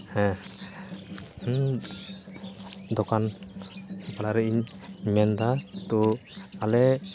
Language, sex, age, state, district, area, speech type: Santali, male, 18-30, West Bengal, Uttar Dinajpur, rural, spontaneous